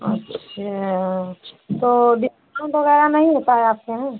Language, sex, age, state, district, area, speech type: Hindi, female, 30-45, Uttar Pradesh, Prayagraj, rural, conversation